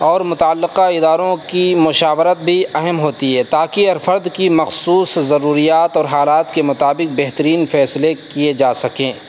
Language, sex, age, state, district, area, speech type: Urdu, male, 18-30, Uttar Pradesh, Saharanpur, urban, spontaneous